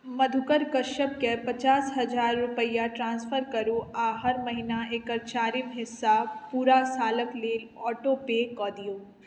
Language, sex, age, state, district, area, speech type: Maithili, female, 60+, Bihar, Madhubani, rural, read